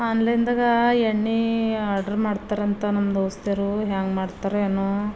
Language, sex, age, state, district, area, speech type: Kannada, female, 45-60, Karnataka, Bidar, rural, spontaneous